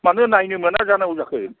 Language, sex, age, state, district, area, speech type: Bodo, male, 60+, Assam, Chirang, rural, conversation